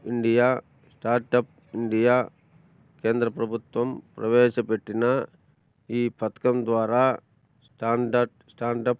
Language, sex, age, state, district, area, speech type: Telugu, male, 45-60, Andhra Pradesh, Annamaya, rural, spontaneous